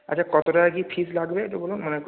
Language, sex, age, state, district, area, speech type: Bengali, male, 18-30, West Bengal, Hooghly, urban, conversation